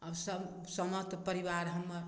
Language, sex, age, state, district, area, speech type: Maithili, female, 60+, Bihar, Samastipur, rural, spontaneous